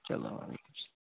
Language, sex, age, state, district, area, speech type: Kashmiri, male, 30-45, Jammu and Kashmir, Kupwara, rural, conversation